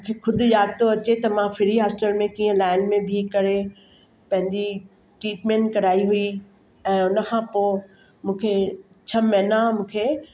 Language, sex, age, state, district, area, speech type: Sindhi, female, 60+, Maharashtra, Mumbai Suburban, urban, spontaneous